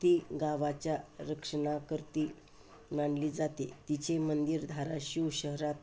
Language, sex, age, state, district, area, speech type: Marathi, female, 60+, Maharashtra, Osmanabad, rural, spontaneous